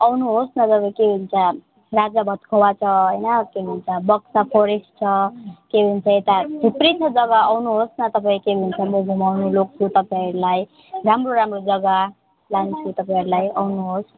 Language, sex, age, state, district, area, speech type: Nepali, female, 18-30, West Bengal, Alipurduar, urban, conversation